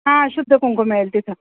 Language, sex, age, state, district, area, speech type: Marathi, female, 45-60, Maharashtra, Osmanabad, rural, conversation